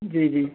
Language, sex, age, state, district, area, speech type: Urdu, male, 18-30, Uttar Pradesh, Shahjahanpur, urban, conversation